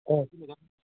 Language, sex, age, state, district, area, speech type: Telugu, male, 30-45, Andhra Pradesh, Alluri Sitarama Raju, rural, conversation